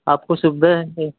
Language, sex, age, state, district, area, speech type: Hindi, male, 45-60, Uttar Pradesh, Ghazipur, rural, conversation